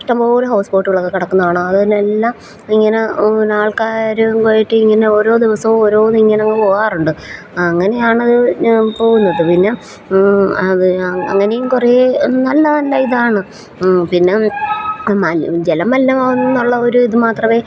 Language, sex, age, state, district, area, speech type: Malayalam, female, 30-45, Kerala, Alappuzha, rural, spontaneous